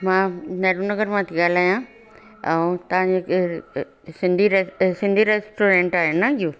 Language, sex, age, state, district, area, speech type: Sindhi, female, 60+, Delhi, South Delhi, urban, spontaneous